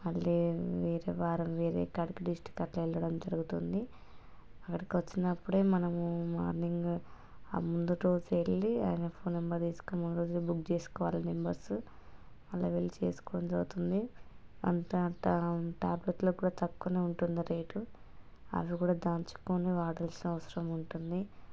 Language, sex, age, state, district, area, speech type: Telugu, female, 30-45, Telangana, Hanamkonda, rural, spontaneous